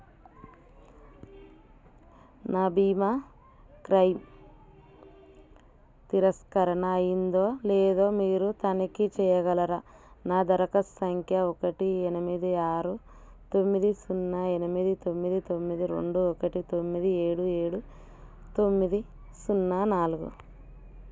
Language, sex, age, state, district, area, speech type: Telugu, female, 30-45, Telangana, Warangal, rural, read